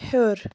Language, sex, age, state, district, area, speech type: Kashmiri, female, 18-30, Jammu and Kashmir, Kulgam, rural, read